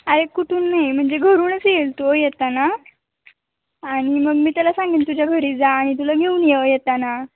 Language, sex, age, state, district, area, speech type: Marathi, female, 18-30, Maharashtra, Ratnagiri, urban, conversation